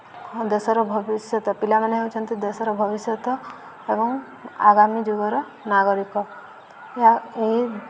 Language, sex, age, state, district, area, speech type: Odia, female, 18-30, Odisha, Subarnapur, urban, spontaneous